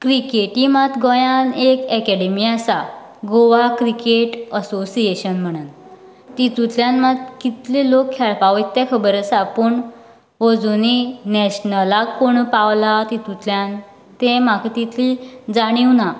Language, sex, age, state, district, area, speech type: Goan Konkani, female, 18-30, Goa, Canacona, rural, spontaneous